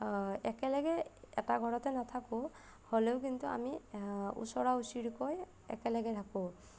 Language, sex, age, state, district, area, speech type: Assamese, female, 45-60, Assam, Nagaon, rural, spontaneous